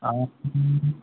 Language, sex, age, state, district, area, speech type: Manipuri, male, 45-60, Manipur, Imphal East, rural, conversation